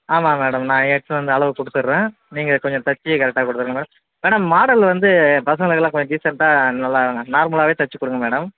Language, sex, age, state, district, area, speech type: Tamil, male, 45-60, Tamil Nadu, Viluppuram, rural, conversation